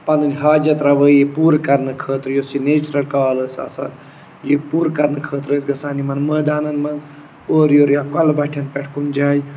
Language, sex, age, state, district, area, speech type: Kashmiri, male, 18-30, Jammu and Kashmir, Budgam, rural, spontaneous